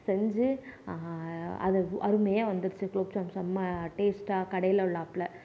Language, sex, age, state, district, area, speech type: Tamil, female, 18-30, Tamil Nadu, Nagapattinam, rural, spontaneous